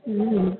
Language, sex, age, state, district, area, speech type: Kannada, female, 60+, Karnataka, Dakshina Kannada, rural, conversation